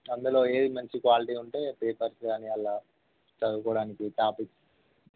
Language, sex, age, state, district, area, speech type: Telugu, male, 18-30, Telangana, Jangaon, urban, conversation